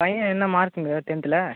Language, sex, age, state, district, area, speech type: Tamil, male, 18-30, Tamil Nadu, Cuddalore, rural, conversation